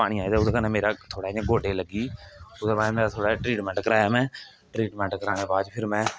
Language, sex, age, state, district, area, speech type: Dogri, male, 18-30, Jammu and Kashmir, Kathua, rural, spontaneous